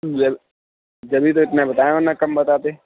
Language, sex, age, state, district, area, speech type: Urdu, male, 60+, Delhi, Central Delhi, rural, conversation